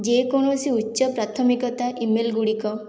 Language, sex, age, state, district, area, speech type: Odia, female, 18-30, Odisha, Khordha, rural, read